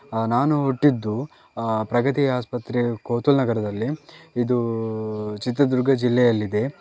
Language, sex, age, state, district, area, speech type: Kannada, male, 18-30, Karnataka, Chitradurga, rural, spontaneous